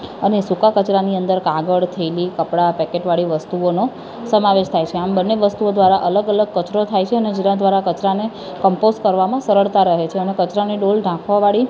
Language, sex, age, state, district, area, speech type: Gujarati, female, 18-30, Gujarat, Ahmedabad, urban, spontaneous